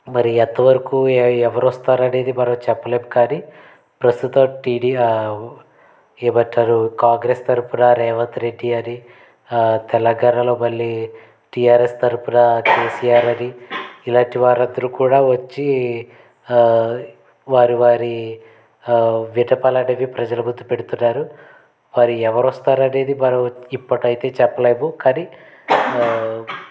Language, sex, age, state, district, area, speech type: Telugu, male, 30-45, Andhra Pradesh, Konaseema, rural, spontaneous